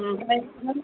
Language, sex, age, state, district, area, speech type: Bodo, female, 45-60, Assam, Kokrajhar, rural, conversation